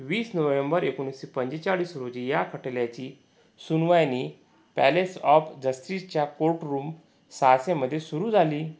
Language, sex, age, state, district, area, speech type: Marathi, male, 30-45, Maharashtra, Akola, urban, read